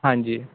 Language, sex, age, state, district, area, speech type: Punjabi, male, 18-30, Punjab, Ludhiana, urban, conversation